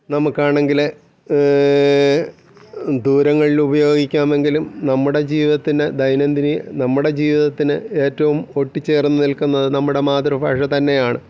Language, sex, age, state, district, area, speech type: Malayalam, male, 45-60, Kerala, Thiruvananthapuram, rural, spontaneous